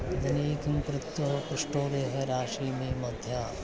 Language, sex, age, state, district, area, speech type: Sanskrit, male, 30-45, Kerala, Thiruvananthapuram, urban, spontaneous